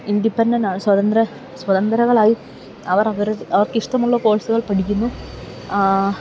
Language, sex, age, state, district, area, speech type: Malayalam, female, 30-45, Kerala, Idukki, rural, spontaneous